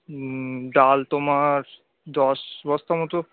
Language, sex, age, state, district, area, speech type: Bengali, male, 18-30, West Bengal, Darjeeling, urban, conversation